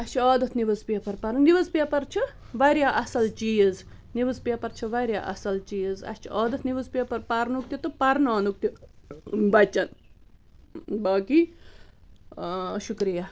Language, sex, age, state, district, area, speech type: Kashmiri, female, 30-45, Jammu and Kashmir, Bandipora, rural, spontaneous